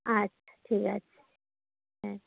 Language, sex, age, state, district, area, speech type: Bengali, female, 30-45, West Bengal, Darjeeling, rural, conversation